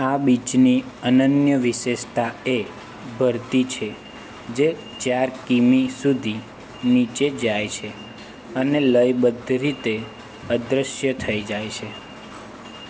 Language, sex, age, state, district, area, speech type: Gujarati, male, 18-30, Gujarat, Anand, urban, read